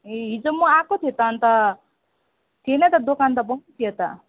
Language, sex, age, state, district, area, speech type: Nepali, female, 30-45, West Bengal, Jalpaiguri, urban, conversation